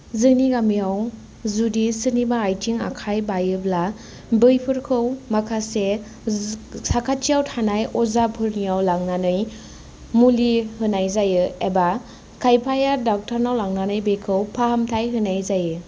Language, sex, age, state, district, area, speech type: Bodo, female, 18-30, Assam, Kokrajhar, rural, spontaneous